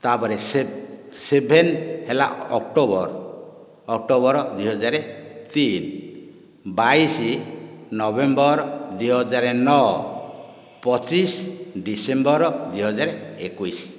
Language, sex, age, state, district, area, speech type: Odia, male, 60+, Odisha, Nayagarh, rural, spontaneous